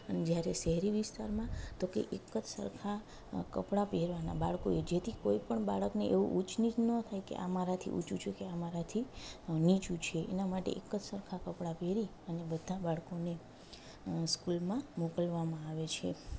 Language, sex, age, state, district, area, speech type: Gujarati, female, 30-45, Gujarat, Junagadh, rural, spontaneous